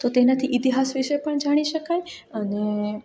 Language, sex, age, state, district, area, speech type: Gujarati, female, 18-30, Gujarat, Rajkot, urban, spontaneous